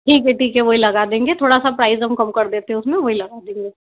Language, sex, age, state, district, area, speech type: Hindi, female, 30-45, Madhya Pradesh, Indore, urban, conversation